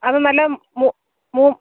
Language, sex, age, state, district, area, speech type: Malayalam, female, 30-45, Kerala, Kollam, rural, conversation